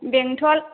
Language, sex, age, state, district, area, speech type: Bodo, female, 30-45, Assam, Chirang, rural, conversation